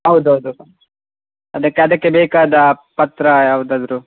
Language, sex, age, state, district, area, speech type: Kannada, male, 18-30, Karnataka, Chitradurga, rural, conversation